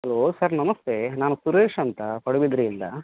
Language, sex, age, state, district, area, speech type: Kannada, male, 45-60, Karnataka, Udupi, rural, conversation